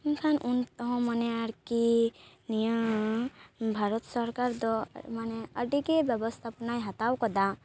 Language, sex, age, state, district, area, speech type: Santali, female, 18-30, West Bengal, Purba Bardhaman, rural, spontaneous